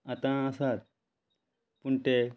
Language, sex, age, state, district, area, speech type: Goan Konkani, male, 30-45, Goa, Quepem, rural, spontaneous